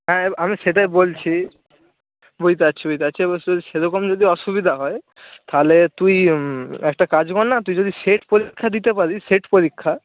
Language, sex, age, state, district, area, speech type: Bengali, male, 30-45, West Bengal, Purba Medinipur, rural, conversation